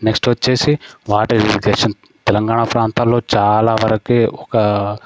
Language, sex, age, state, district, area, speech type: Telugu, male, 18-30, Telangana, Sangareddy, rural, spontaneous